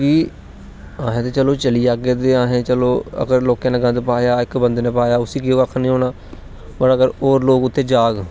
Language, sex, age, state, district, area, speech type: Dogri, male, 30-45, Jammu and Kashmir, Jammu, rural, spontaneous